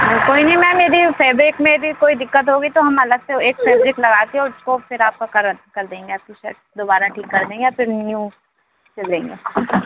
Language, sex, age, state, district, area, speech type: Hindi, female, 45-60, Madhya Pradesh, Bhopal, urban, conversation